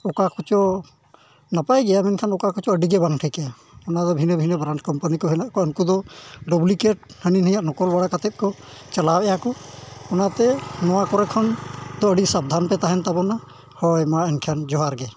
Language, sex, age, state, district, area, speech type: Santali, male, 45-60, Jharkhand, East Singhbhum, rural, spontaneous